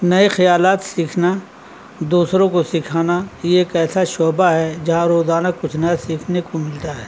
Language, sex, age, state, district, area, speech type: Urdu, male, 60+, Uttar Pradesh, Azamgarh, rural, spontaneous